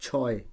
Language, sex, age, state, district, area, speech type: Bengali, male, 45-60, West Bengal, South 24 Parganas, rural, read